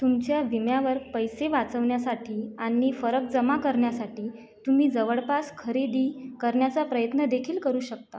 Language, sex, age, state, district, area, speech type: Marathi, female, 18-30, Maharashtra, Washim, rural, read